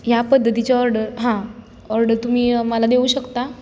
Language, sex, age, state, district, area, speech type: Marathi, female, 18-30, Maharashtra, Satara, urban, spontaneous